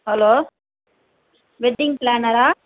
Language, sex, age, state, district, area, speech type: Tamil, female, 45-60, Tamil Nadu, Vellore, rural, conversation